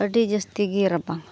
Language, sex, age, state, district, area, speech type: Santali, female, 18-30, Jharkhand, Pakur, rural, spontaneous